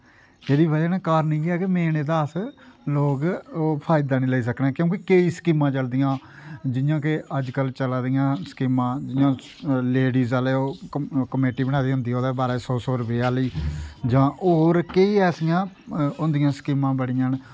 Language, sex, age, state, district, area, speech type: Dogri, male, 30-45, Jammu and Kashmir, Udhampur, rural, spontaneous